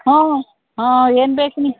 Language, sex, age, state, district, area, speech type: Kannada, female, 60+, Karnataka, Bidar, urban, conversation